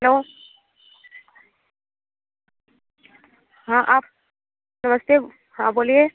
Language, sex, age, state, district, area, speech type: Hindi, female, 30-45, Uttar Pradesh, Mirzapur, rural, conversation